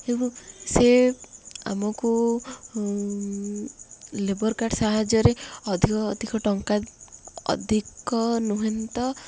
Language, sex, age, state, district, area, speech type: Odia, female, 18-30, Odisha, Ganjam, urban, spontaneous